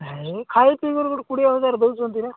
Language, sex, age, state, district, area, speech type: Odia, male, 45-60, Odisha, Nabarangpur, rural, conversation